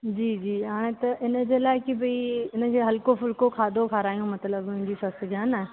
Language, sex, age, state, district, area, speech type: Sindhi, female, 30-45, Rajasthan, Ajmer, urban, conversation